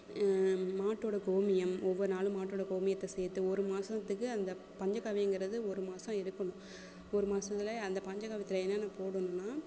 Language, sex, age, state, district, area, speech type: Tamil, female, 18-30, Tamil Nadu, Thanjavur, urban, spontaneous